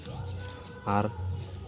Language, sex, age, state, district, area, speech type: Santali, male, 18-30, West Bengal, Uttar Dinajpur, rural, spontaneous